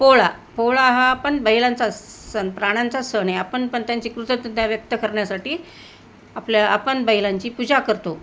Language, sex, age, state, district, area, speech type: Marathi, female, 60+, Maharashtra, Nanded, urban, spontaneous